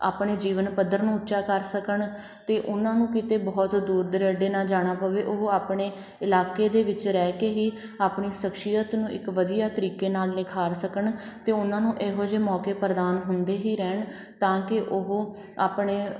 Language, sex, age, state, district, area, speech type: Punjabi, female, 18-30, Punjab, Patiala, rural, spontaneous